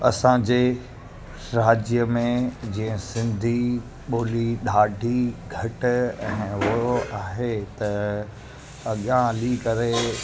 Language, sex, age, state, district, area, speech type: Sindhi, male, 30-45, Gujarat, Surat, urban, spontaneous